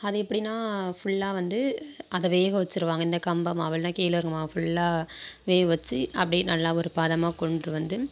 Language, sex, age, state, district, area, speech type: Tamil, female, 45-60, Tamil Nadu, Tiruvarur, rural, spontaneous